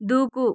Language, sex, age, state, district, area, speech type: Telugu, female, 18-30, Andhra Pradesh, Sri Balaji, rural, read